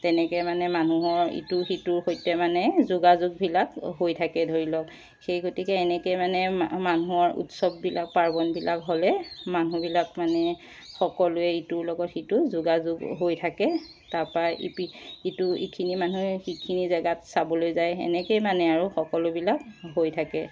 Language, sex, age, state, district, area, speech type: Assamese, female, 45-60, Assam, Charaideo, urban, spontaneous